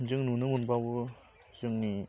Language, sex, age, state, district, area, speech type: Bodo, male, 18-30, Assam, Baksa, rural, spontaneous